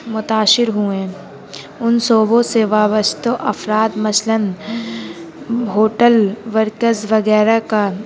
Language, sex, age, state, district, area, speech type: Urdu, female, 18-30, Bihar, Gaya, urban, spontaneous